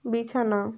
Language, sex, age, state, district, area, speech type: Bengali, female, 18-30, West Bengal, Jalpaiguri, rural, read